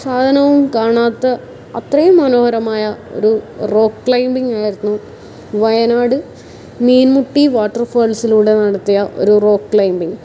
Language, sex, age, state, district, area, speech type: Malayalam, female, 18-30, Kerala, Kasaragod, urban, spontaneous